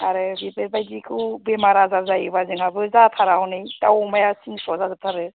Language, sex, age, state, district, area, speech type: Bodo, female, 30-45, Assam, Chirang, rural, conversation